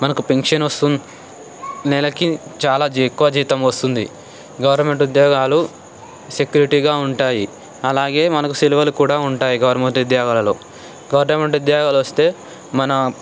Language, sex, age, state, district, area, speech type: Telugu, male, 18-30, Telangana, Ranga Reddy, urban, spontaneous